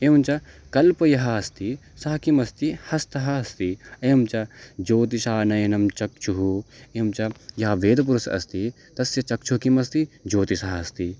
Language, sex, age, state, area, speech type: Sanskrit, male, 18-30, Uttarakhand, rural, spontaneous